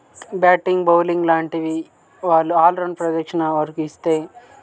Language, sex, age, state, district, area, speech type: Telugu, male, 18-30, Andhra Pradesh, Guntur, urban, spontaneous